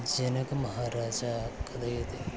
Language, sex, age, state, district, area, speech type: Sanskrit, male, 30-45, Kerala, Thiruvananthapuram, urban, spontaneous